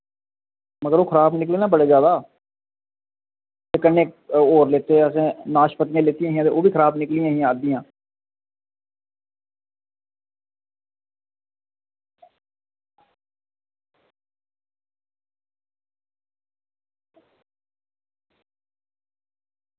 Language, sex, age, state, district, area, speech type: Dogri, male, 30-45, Jammu and Kashmir, Reasi, rural, conversation